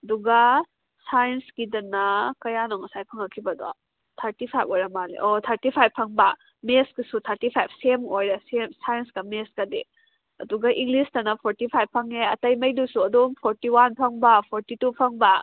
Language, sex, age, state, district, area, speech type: Manipuri, female, 18-30, Manipur, Kakching, rural, conversation